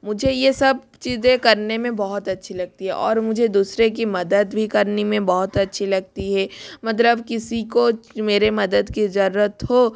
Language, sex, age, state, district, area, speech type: Hindi, female, 18-30, Rajasthan, Jodhpur, rural, spontaneous